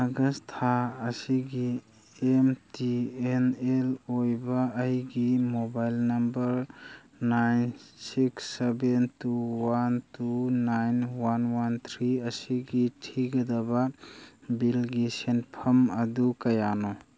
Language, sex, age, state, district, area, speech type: Manipuri, male, 30-45, Manipur, Churachandpur, rural, read